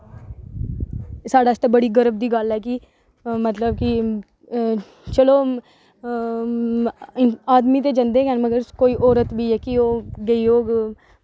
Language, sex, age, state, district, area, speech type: Dogri, female, 18-30, Jammu and Kashmir, Udhampur, rural, spontaneous